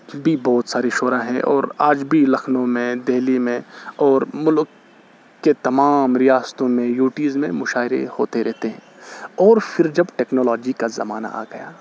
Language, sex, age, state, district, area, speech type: Urdu, male, 18-30, Jammu and Kashmir, Srinagar, rural, spontaneous